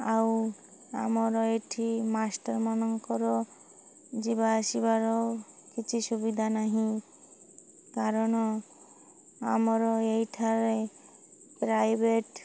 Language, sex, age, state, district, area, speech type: Odia, male, 30-45, Odisha, Malkangiri, urban, spontaneous